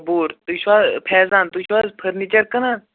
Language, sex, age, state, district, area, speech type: Kashmiri, male, 18-30, Jammu and Kashmir, Pulwama, urban, conversation